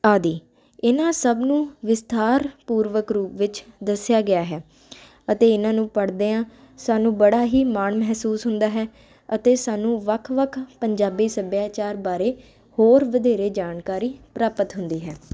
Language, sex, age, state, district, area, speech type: Punjabi, female, 18-30, Punjab, Ludhiana, urban, spontaneous